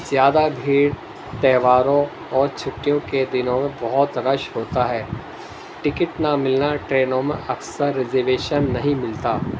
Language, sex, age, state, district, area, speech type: Urdu, male, 60+, Delhi, Central Delhi, urban, spontaneous